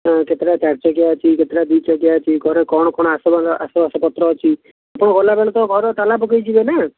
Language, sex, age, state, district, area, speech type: Odia, male, 18-30, Odisha, Jajpur, rural, conversation